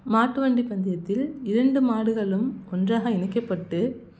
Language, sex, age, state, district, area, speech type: Tamil, female, 18-30, Tamil Nadu, Thanjavur, rural, spontaneous